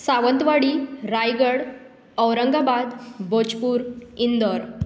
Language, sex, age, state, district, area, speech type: Goan Konkani, female, 18-30, Goa, Tiswadi, rural, spontaneous